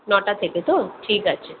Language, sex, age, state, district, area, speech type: Bengali, female, 30-45, West Bengal, Kolkata, urban, conversation